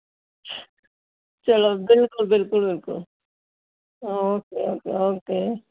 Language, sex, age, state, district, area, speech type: Dogri, female, 60+, Jammu and Kashmir, Jammu, urban, conversation